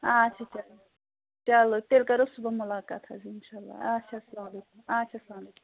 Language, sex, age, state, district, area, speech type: Kashmiri, female, 30-45, Jammu and Kashmir, Pulwama, urban, conversation